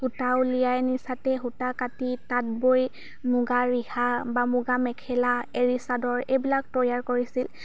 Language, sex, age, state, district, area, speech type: Assamese, female, 30-45, Assam, Charaideo, urban, spontaneous